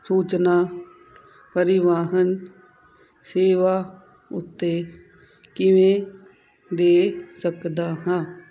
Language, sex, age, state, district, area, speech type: Punjabi, female, 30-45, Punjab, Fazilka, rural, read